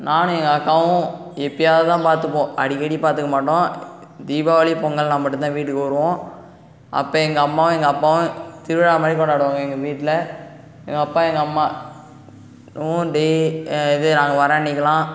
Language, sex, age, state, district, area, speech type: Tamil, male, 18-30, Tamil Nadu, Cuddalore, rural, spontaneous